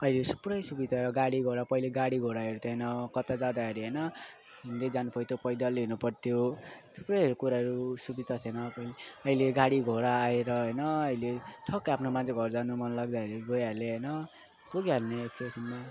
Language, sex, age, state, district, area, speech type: Nepali, male, 18-30, West Bengal, Alipurduar, urban, spontaneous